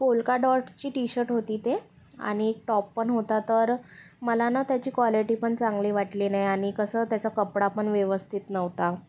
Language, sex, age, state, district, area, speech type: Marathi, female, 18-30, Maharashtra, Nagpur, urban, spontaneous